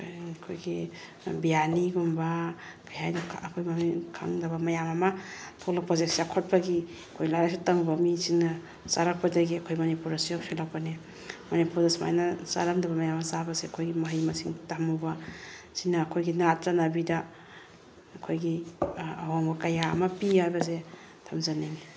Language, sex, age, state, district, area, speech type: Manipuri, female, 45-60, Manipur, Bishnupur, rural, spontaneous